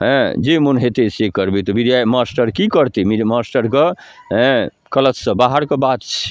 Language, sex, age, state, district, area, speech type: Maithili, male, 45-60, Bihar, Darbhanga, rural, spontaneous